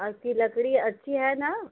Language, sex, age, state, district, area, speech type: Hindi, female, 30-45, Uttar Pradesh, Chandauli, rural, conversation